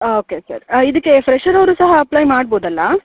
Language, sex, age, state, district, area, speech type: Kannada, female, 30-45, Karnataka, Udupi, rural, conversation